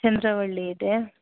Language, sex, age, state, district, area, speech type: Kannada, female, 30-45, Karnataka, Chitradurga, rural, conversation